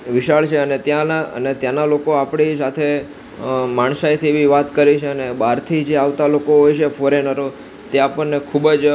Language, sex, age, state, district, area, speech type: Gujarati, male, 18-30, Gujarat, Ahmedabad, urban, spontaneous